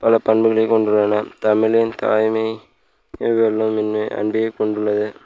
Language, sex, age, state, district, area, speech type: Tamil, male, 18-30, Tamil Nadu, Dharmapuri, rural, spontaneous